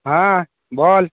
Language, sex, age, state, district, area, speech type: Bengali, male, 60+, West Bengal, Nadia, rural, conversation